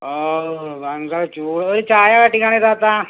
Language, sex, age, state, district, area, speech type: Malayalam, male, 45-60, Kerala, Malappuram, rural, conversation